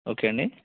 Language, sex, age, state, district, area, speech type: Telugu, male, 45-60, Telangana, Peddapalli, urban, conversation